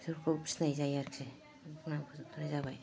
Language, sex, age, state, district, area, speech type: Bodo, female, 45-60, Assam, Kokrajhar, urban, spontaneous